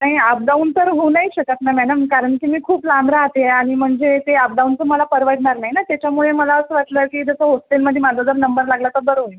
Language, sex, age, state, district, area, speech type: Marathi, female, 30-45, Maharashtra, Buldhana, urban, conversation